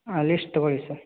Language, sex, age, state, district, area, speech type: Kannada, male, 18-30, Karnataka, Bagalkot, rural, conversation